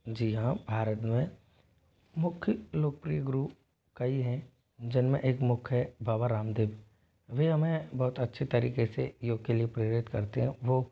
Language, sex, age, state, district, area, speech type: Hindi, male, 18-30, Rajasthan, Jodhpur, rural, spontaneous